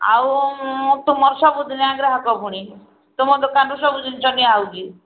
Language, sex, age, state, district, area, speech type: Odia, female, 60+, Odisha, Angul, rural, conversation